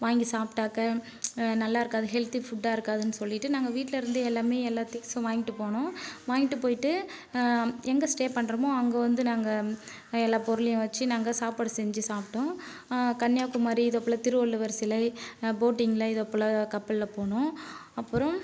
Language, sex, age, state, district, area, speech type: Tamil, female, 30-45, Tamil Nadu, Cuddalore, rural, spontaneous